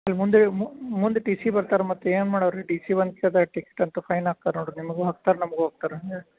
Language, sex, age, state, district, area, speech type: Kannada, male, 45-60, Karnataka, Belgaum, rural, conversation